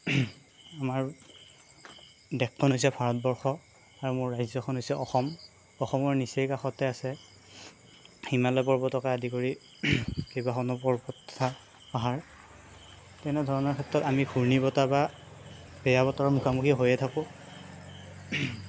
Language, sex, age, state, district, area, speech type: Assamese, male, 18-30, Assam, Darrang, rural, spontaneous